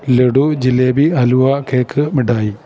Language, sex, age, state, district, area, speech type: Malayalam, male, 45-60, Kerala, Kottayam, urban, spontaneous